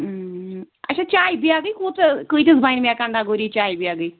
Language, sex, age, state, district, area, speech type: Kashmiri, female, 18-30, Jammu and Kashmir, Anantnag, rural, conversation